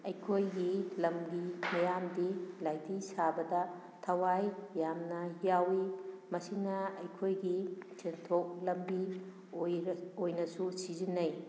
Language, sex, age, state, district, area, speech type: Manipuri, female, 45-60, Manipur, Kakching, rural, spontaneous